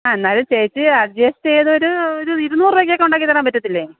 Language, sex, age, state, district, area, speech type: Malayalam, female, 45-60, Kerala, Thiruvananthapuram, urban, conversation